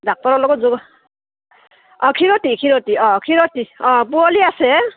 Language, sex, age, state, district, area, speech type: Assamese, female, 45-60, Assam, Udalguri, rural, conversation